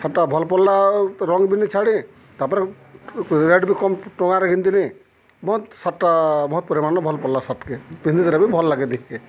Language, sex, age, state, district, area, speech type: Odia, male, 45-60, Odisha, Subarnapur, urban, spontaneous